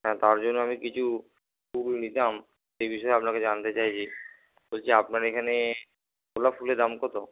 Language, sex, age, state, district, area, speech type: Bengali, male, 60+, West Bengal, Purba Bardhaman, urban, conversation